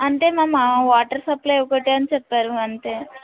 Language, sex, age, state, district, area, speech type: Telugu, female, 18-30, Telangana, Warangal, rural, conversation